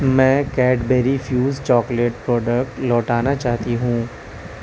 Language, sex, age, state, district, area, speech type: Urdu, male, 18-30, Delhi, South Delhi, urban, read